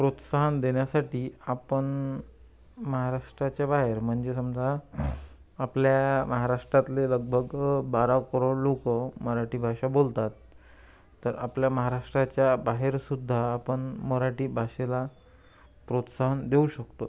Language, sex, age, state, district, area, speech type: Marathi, male, 30-45, Maharashtra, Amravati, rural, spontaneous